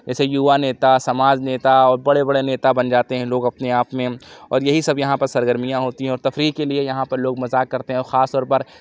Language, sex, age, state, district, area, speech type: Urdu, male, 18-30, Uttar Pradesh, Lucknow, urban, spontaneous